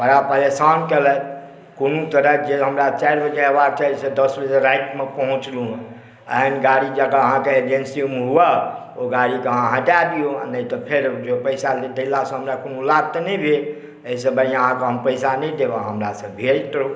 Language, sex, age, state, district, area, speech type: Maithili, male, 45-60, Bihar, Supaul, urban, spontaneous